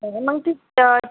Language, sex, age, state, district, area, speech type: Marathi, female, 18-30, Maharashtra, Buldhana, rural, conversation